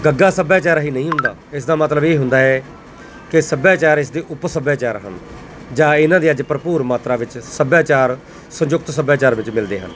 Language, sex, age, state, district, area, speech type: Punjabi, male, 45-60, Punjab, Mansa, urban, spontaneous